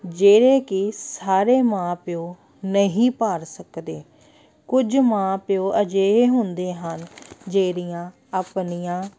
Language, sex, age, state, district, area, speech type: Punjabi, female, 30-45, Punjab, Amritsar, urban, spontaneous